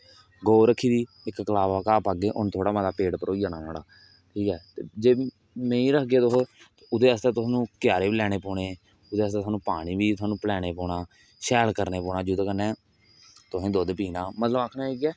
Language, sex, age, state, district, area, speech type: Dogri, male, 18-30, Jammu and Kashmir, Kathua, rural, spontaneous